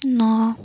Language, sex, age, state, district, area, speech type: Odia, female, 18-30, Odisha, Koraput, urban, read